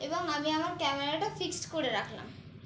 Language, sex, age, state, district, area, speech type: Bengali, female, 18-30, West Bengal, Dakshin Dinajpur, urban, spontaneous